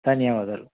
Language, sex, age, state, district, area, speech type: Telugu, male, 30-45, Telangana, Nizamabad, urban, conversation